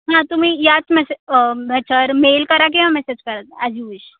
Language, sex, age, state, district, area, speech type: Marathi, female, 18-30, Maharashtra, Mumbai Suburban, urban, conversation